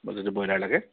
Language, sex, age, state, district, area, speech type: Assamese, male, 45-60, Assam, Dibrugarh, urban, conversation